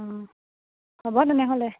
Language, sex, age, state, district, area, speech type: Assamese, female, 18-30, Assam, Charaideo, urban, conversation